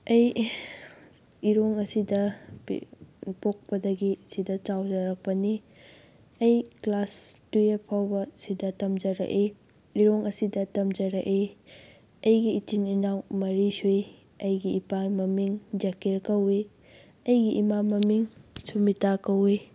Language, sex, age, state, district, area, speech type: Manipuri, female, 18-30, Manipur, Kakching, rural, spontaneous